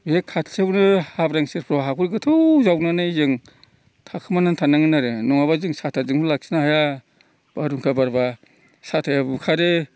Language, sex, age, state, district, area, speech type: Bodo, male, 60+, Assam, Udalguri, rural, spontaneous